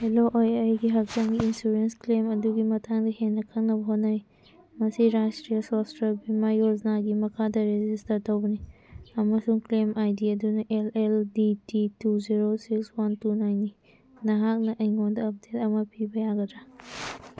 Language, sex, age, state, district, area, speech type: Manipuri, female, 18-30, Manipur, Senapati, rural, read